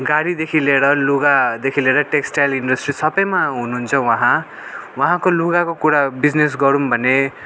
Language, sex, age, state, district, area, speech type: Nepali, male, 18-30, West Bengal, Darjeeling, rural, spontaneous